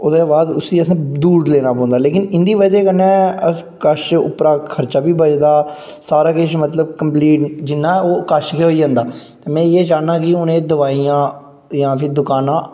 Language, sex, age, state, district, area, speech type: Dogri, male, 18-30, Jammu and Kashmir, Udhampur, rural, spontaneous